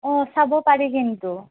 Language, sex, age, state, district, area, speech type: Assamese, female, 18-30, Assam, Goalpara, urban, conversation